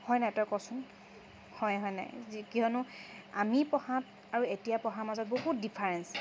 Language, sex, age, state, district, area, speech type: Assamese, female, 30-45, Assam, Charaideo, urban, spontaneous